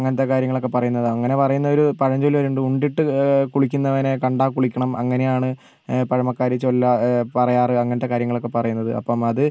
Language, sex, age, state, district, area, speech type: Malayalam, male, 45-60, Kerala, Wayanad, rural, spontaneous